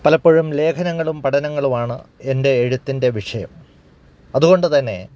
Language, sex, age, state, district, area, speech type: Malayalam, male, 45-60, Kerala, Alappuzha, urban, spontaneous